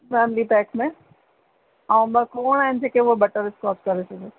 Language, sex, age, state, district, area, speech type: Sindhi, female, 30-45, Rajasthan, Ajmer, urban, conversation